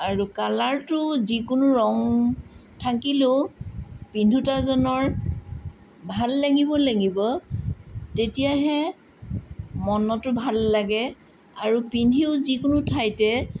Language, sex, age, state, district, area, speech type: Assamese, female, 45-60, Assam, Sonitpur, urban, spontaneous